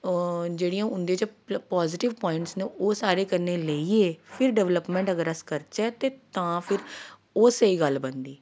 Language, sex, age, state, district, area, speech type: Dogri, female, 30-45, Jammu and Kashmir, Jammu, urban, spontaneous